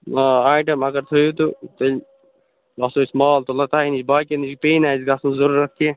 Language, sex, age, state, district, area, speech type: Kashmiri, male, 45-60, Jammu and Kashmir, Srinagar, urban, conversation